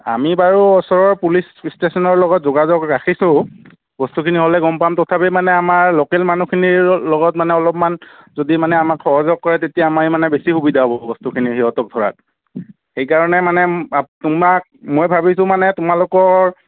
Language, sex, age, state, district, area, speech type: Assamese, male, 60+, Assam, Morigaon, rural, conversation